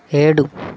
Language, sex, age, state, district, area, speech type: Telugu, male, 45-60, Andhra Pradesh, West Godavari, rural, read